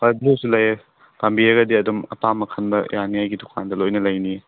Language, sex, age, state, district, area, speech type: Manipuri, male, 18-30, Manipur, Tengnoupal, urban, conversation